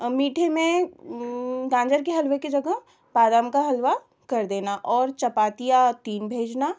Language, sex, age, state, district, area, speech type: Hindi, female, 18-30, Madhya Pradesh, Betul, urban, spontaneous